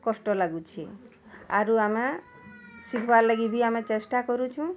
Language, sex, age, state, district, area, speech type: Odia, female, 30-45, Odisha, Bargarh, urban, spontaneous